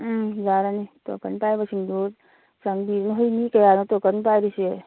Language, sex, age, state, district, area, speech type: Manipuri, female, 45-60, Manipur, Churachandpur, urban, conversation